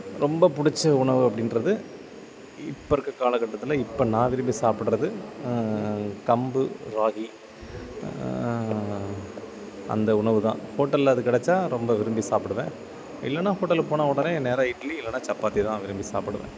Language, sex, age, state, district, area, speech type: Tamil, male, 30-45, Tamil Nadu, Thanjavur, rural, spontaneous